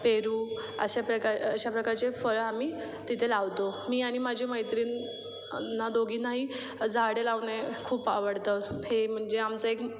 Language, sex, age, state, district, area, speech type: Marathi, female, 18-30, Maharashtra, Mumbai Suburban, urban, spontaneous